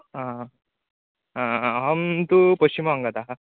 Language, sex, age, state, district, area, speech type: Sanskrit, male, 18-30, West Bengal, Paschim Medinipur, rural, conversation